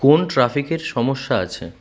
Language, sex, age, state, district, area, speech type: Bengali, male, 30-45, West Bengal, South 24 Parganas, rural, read